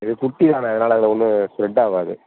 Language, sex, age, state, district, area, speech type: Tamil, male, 30-45, Tamil Nadu, Thanjavur, rural, conversation